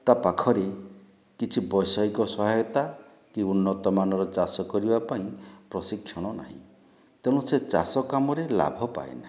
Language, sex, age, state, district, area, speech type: Odia, male, 45-60, Odisha, Boudh, rural, spontaneous